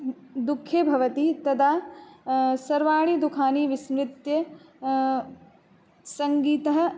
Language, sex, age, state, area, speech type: Sanskrit, female, 18-30, Uttar Pradesh, rural, spontaneous